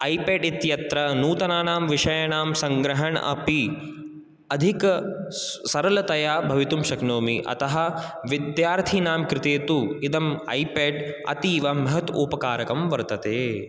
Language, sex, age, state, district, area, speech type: Sanskrit, male, 18-30, Rajasthan, Jaipur, urban, spontaneous